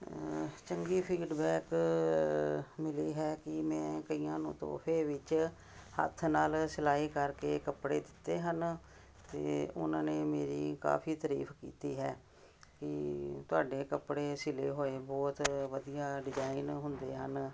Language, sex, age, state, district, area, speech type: Punjabi, female, 45-60, Punjab, Jalandhar, urban, spontaneous